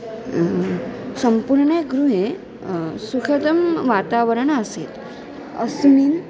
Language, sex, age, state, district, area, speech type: Sanskrit, female, 18-30, Maharashtra, Chandrapur, urban, spontaneous